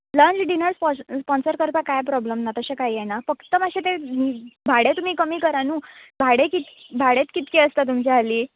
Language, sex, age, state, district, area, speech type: Goan Konkani, female, 18-30, Goa, Bardez, urban, conversation